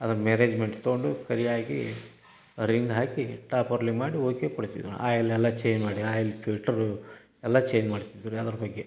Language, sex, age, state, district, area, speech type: Kannada, male, 60+, Karnataka, Gadag, rural, spontaneous